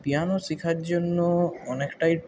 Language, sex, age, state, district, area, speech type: Bengali, male, 18-30, West Bengal, Purulia, urban, spontaneous